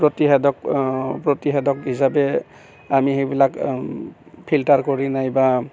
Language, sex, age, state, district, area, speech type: Assamese, male, 45-60, Assam, Barpeta, rural, spontaneous